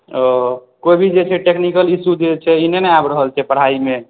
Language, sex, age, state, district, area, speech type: Maithili, male, 18-30, Bihar, Purnia, urban, conversation